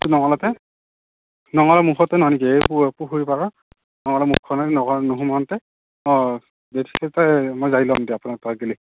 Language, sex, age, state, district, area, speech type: Assamese, male, 30-45, Assam, Morigaon, rural, conversation